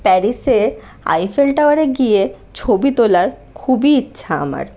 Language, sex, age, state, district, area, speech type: Bengali, female, 18-30, West Bengal, Paschim Bardhaman, rural, spontaneous